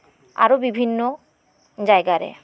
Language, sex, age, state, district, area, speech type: Santali, female, 30-45, West Bengal, Birbhum, rural, spontaneous